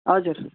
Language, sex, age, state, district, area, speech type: Nepali, female, 45-60, West Bengal, Kalimpong, rural, conversation